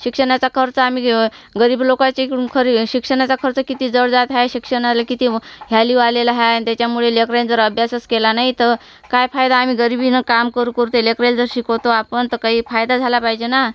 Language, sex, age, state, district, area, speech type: Marathi, female, 45-60, Maharashtra, Washim, rural, spontaneous